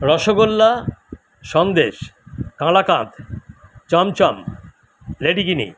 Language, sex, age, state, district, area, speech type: Bengali, male, 60+, West Bengal, Kolkata, urban, spontaneous